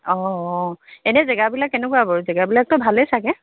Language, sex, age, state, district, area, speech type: Assamese, female, 45-60, Assam, Dibrugarh, rural, conversation